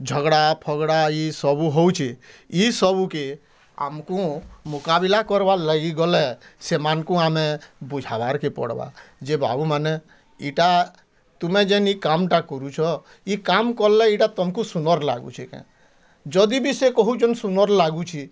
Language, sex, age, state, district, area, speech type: Odia, male, 60+, Odisha, Bargarh, urban, spontaneous